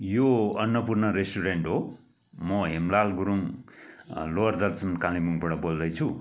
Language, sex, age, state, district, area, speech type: Nepali, male, 45-60, West Bengal, Kalimpong, rural, spontaneous